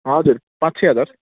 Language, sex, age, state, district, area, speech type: Nepali, male, 30-45, West Bengal, Jalpaiguri, rural, conversation